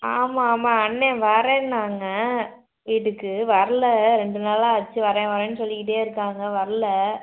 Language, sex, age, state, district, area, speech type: Tamil, female, 18-30, Tamil Nadu, Pudukkottai, rural, conversation